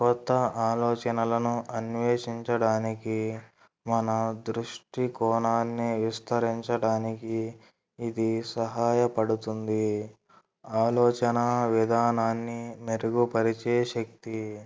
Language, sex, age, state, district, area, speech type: Telugu, male, 18-30, Andhra Pradesh, Kurnool, urban, spontaneous